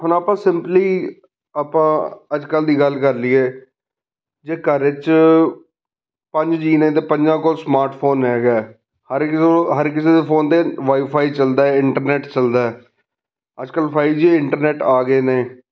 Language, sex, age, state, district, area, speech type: Punjabi, male, 30-45, Punjab, Fazilka, rural, spontaneous